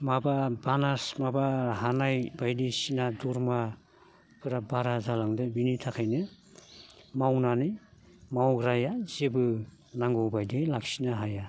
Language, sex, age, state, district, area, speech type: Bodo, male, 60+, Assam, Baksa, urban, spontaneous